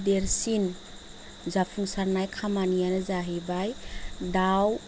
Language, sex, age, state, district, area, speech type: Bodo, female, 30-45, Assam, Chirang, rural, spontaneous